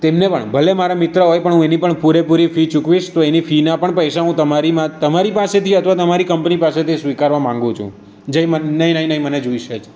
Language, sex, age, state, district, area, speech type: Gujarati, male, 18-30, Gujarat, Surat, urban, spontaneous